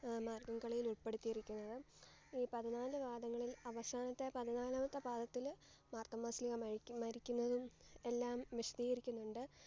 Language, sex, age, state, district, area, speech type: Malayalam, female, 18-30, Kerala, Alappuzha, rural, spontaneous